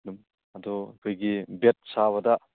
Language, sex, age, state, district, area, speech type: Manipuri, male, 30-45, Manipur, Churachandpur, rural, conversation